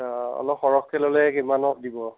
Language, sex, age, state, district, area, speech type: Assamese, male, 45-60, Assam, Nagaon, rural, conversation